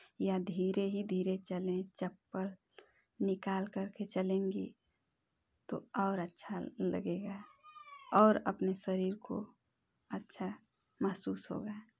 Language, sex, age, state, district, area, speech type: Hindi, female, 30-45, Uttar Pradesh, Ghazipur, rural, spontaneous